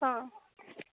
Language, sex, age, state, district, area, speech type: Odia, female, 45-60, Odisha, Angul, rural, conversation